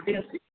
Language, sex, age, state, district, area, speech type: Sanskrit, male, 18-30, Delhi, East Delhi, urban, conversation